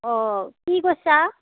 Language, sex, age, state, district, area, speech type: Assamese, female, 60+, Assam, Darrang, rural, conversation